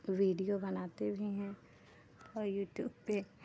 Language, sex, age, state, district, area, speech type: Hindi, female, 30-45, Uttar Pradesh, Hardoi, rural, spontaneous